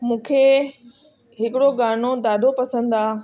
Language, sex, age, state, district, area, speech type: Sindhi, female, 30-45, Delhi, South Delhi, urban, spontaneous